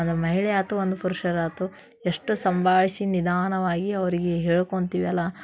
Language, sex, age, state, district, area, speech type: Kannada, female, 18-30, Karnataka, Dharwad, urban, spontaneous